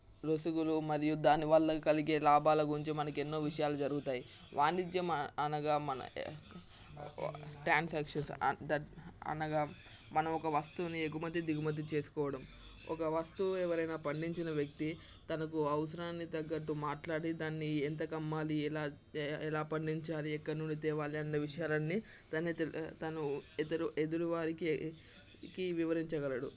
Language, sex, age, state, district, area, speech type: Telugu, male, 18-30, Telangana, Mancherial, rural, spontaneous